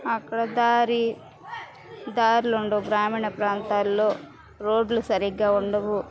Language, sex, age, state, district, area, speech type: Telugu, female, 30-45, Andhra Pradesh, Bapatla, rural, spontaneous